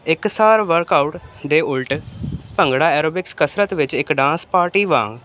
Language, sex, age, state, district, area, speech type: Punjabi, male, 18-30, Punjab, Ludhiana, urban, spontaneous